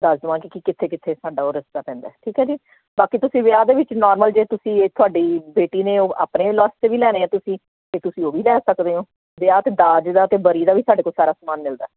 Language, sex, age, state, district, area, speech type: Punjabi, female, 45-60, Punjab, Jalandhar, urban, conversation